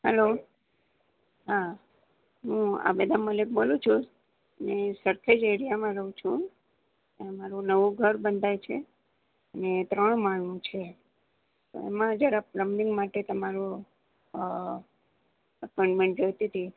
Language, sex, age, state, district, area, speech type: Gujarati, female, 60+, Gujarat, Ahmedabad, urban, conversation